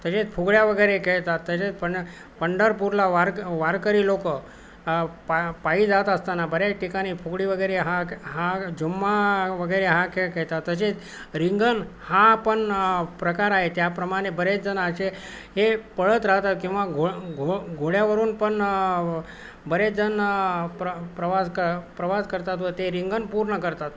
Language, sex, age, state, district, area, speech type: Marathi, male, 60+, Maharashtra, Nanded, urban, spontaneous